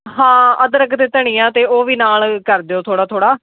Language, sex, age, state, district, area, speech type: Punjabi, female, 18-30, Punjab, Fazilka, rural, conversation